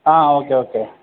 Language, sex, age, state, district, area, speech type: Malayalam, male, 30-45, Kerala, Wayanad, rural, conversation